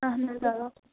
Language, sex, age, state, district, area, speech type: Kashmiri, female, 18-30, Jammu and Kashmir, Srinagar, urban, conversation